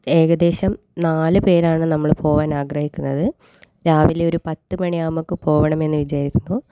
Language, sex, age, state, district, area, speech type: Malayalam, female, 18-30, Kerala, Kannur, rural, spontaneous